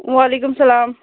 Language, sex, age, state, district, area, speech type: Kashmiri, female, 30-45, Jammu and Kashmir, Shopian, rural, conversation